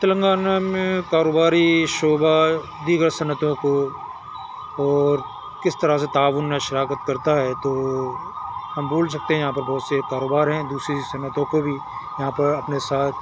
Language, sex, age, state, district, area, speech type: Urdu, male, 60+, Telangana, Hyderabad, urban, spontaneous